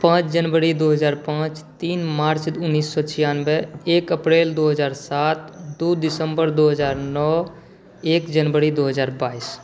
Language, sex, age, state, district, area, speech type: Maithili, male, 18-30, Bihar, Saharsa, urban, spontaneous